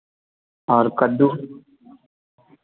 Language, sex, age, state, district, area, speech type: Hindi, male, 18-30, Bihar, Vaishali, rural, conversation